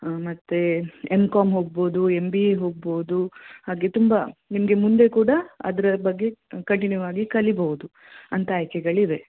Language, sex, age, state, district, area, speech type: Kannada, female, 30-45, Karnataka, Shimoga, rural, conversation